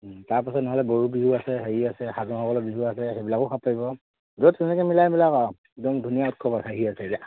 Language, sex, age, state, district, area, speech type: Assamese, male, 18-30, Assam, Dhemaji, rural, conversation